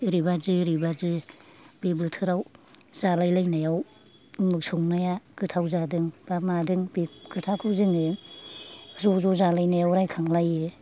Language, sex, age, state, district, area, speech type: Bodo, female, 60+, Assam, Kokrajhar, urban, spontaneous